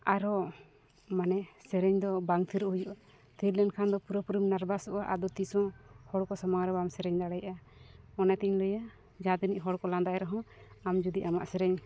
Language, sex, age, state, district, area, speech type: Santali, female, 45-60, Jharkhand, East Singhbhum, rural, spontaneous